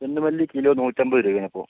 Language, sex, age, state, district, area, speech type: Malayalam, male, 60+, Kerala, Palakkad, urban, conversation